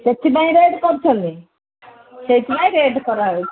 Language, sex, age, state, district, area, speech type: Odia, female, 45-60, Odisha, Sundergarh, rural, conversation